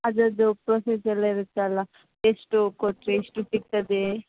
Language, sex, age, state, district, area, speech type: Kannada, female, 18-30, Karnataka, Shimoga, rural, conversation